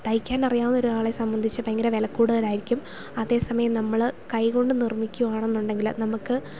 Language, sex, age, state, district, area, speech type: Malayalam, female, 30-45, Kerala, Idukki, rural, spontaneous